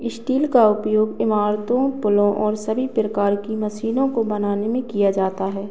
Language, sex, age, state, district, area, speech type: Hindi, female, 18-30, Madhya Pradesh, Narsinghpur, rural, read